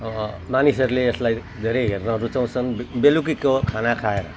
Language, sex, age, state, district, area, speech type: Nepali, male, 45-60, West Bengal, Jalpaiguri, urban, spontaneous